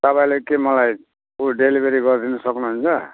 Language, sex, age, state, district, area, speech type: Nepali, male, 60+, West Bengal, Darjeeling, rural, conversation